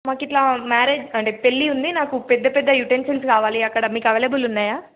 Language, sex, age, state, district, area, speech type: Telugu, female, 18-30, Telangana, Nizamabad, urban, conversation